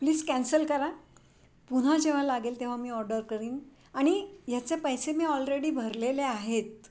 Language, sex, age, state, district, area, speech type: Marathi, female, 60+, Maharashtra, Pune, urban, spontaneous